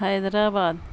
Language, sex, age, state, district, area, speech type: Urdu, female, 60+, Bihar, Gaya, urban, spontaneous